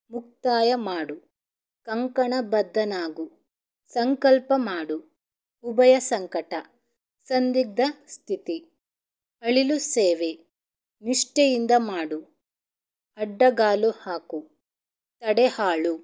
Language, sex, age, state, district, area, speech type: Kannada, female, 18-30, Karnataka, Davanagere, rural, spontaneous